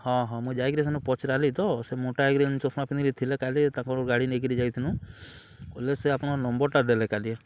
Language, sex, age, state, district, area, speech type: Odia, male, 30-45, Odisha, Balangir, urban, spontaneous